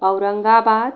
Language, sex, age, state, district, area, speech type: Marathi, female, 30-45, Maharashtra, Buldhana, rural, spontaneous